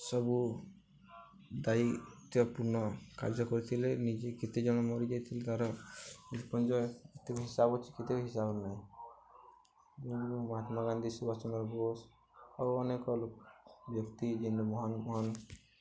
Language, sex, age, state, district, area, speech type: Odia, male, 18-30, Odisha, Nuapada, urban, spontaneous